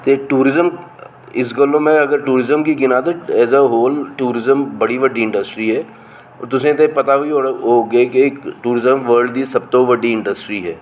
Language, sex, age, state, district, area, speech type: Dogri, male, 45-60, Jammu and Kashmir, Reasi, urban, spontaneous